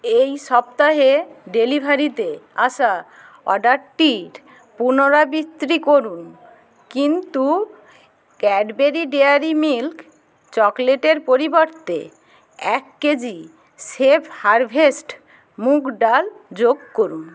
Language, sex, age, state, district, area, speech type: Bengali, female, 60+, West Bengal, Paschim Medinipur, rural, read